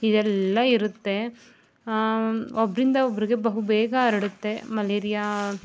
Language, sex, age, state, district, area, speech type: Kannada, female, 18-30, Karnataka, Mandya, rural, spontaneous